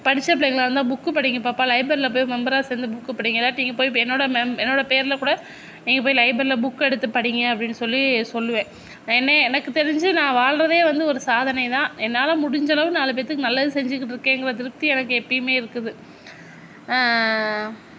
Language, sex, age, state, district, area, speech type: Tamil, female, 60+, Tamil Nadu, Mayiladuthurai, urban, spontaneous